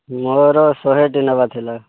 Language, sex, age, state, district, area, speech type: Odia, male, 18-30, Odisha, Boudh, rural, conversation